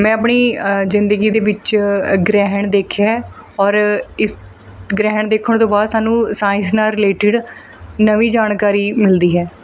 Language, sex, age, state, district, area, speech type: Punjabi, female, 30-45, Punjab, Mohali, rural, spontaneous